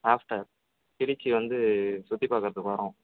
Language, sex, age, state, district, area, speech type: Tamil, male, 30-45, Tamil Nadu, Tiruvarur, rural, conversation